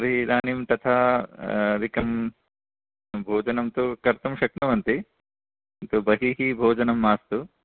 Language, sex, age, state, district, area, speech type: Sanskrit, male, 30-45, Karnataka, Chikkamagaluru, rural, conversation